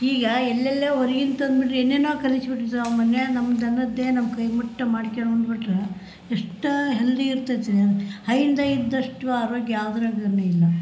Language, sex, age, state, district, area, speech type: Kannada, female, 60+, Karnataka, Koppal, rural, spontaneous